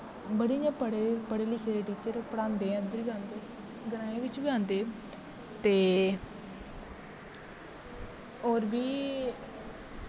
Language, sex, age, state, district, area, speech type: Dogri, female, 18-30, Jammu and Kashmir, Kathua, rural, spontaneous